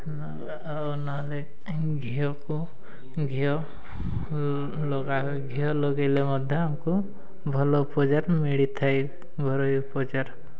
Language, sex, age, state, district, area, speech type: Odia, male, 18-30, Odisha, Mayurbhanj, rural, spontaneous